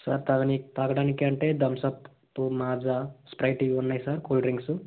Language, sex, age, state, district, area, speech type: Telugu, male, 18-30, Telangana, Sangareddy, urban, conversation